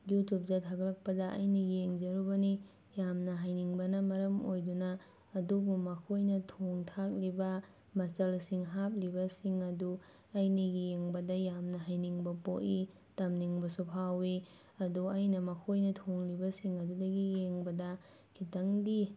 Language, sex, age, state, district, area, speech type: Manipuri, female, 30-45, Manipur, Tengnoupal, urban, spontaneous